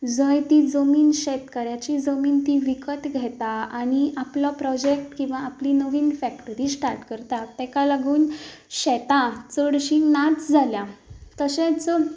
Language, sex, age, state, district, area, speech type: Goan Konkani, female, 18-30, Goa, Canacona, rural, spontaneous